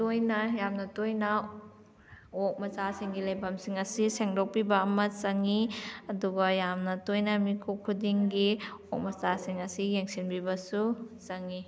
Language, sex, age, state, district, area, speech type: Manipuri, female, 30-45, Manipur, Kakching, rural, spontaneous